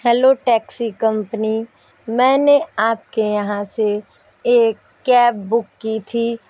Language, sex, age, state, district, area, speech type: Hindi, female, 30-45, Uttar Pradesh, Sonbhadra, rural, spontaneous